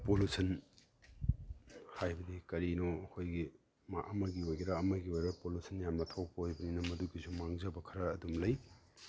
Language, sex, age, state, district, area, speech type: Manipuri, male, 60+, Manipur, Imphal East, rural, spontaneous